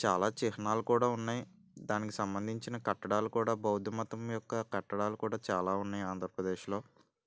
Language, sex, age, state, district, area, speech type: Telugu, male, 18-30, Andhra Pradesh, N T Rama Rao, urban, spontaneous